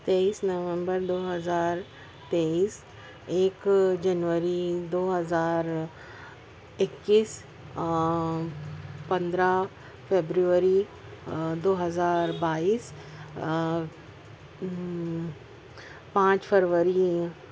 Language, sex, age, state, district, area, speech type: Urdu, female, 30-45, Maharashtra, Nashik, urban, spontaneous